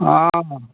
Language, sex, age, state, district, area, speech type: Assamese, male, 60+, Assam, Dhemaji, rural, conversation